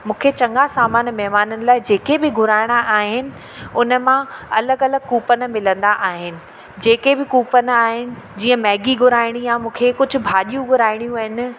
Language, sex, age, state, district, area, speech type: Sindhi, female, 30-45, Madhya Pradesh, Katni, urban, spontaneous